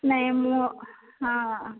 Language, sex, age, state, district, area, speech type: Odia, female, 45-60, Odisha, Gajapati, rural, conversation